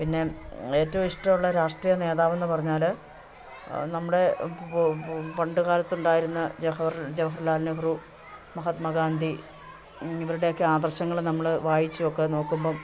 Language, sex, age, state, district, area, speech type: Malayalam, female, 45-60, Kerala, Idukki, rural, spontaneous